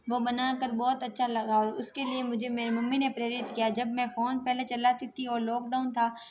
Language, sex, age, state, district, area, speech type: Hindi, female, 45-60, Rajasthan, Jodhpur, urban, spontaneous